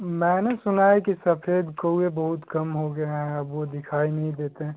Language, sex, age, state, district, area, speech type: Hindi, male, 18-30, Bihar, Darbhanga, urban, conversation